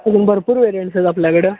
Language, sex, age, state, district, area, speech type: Marathi, male, 18-30, Maharashtra, Sangli, urban, conversation